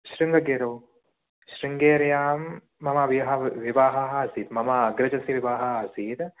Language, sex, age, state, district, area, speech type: Sanskrit, male, 18-30, Karnataka, Uttara Kannada, rural, conversation